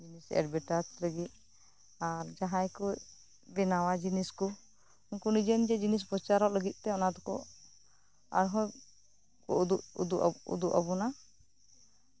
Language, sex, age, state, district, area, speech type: Santali, female, 30-45, West Bengal, Birbhum, rural, spontaneous